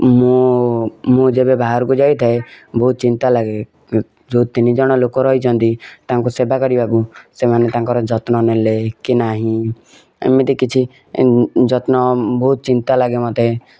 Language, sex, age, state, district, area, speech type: Odia, male, 18-30, Odisha, Kendujhar, urban, spontaneous